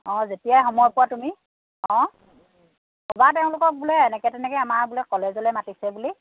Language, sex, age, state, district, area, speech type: Assamese, female, 30-45, Assam, Sivasagar, rural, conversation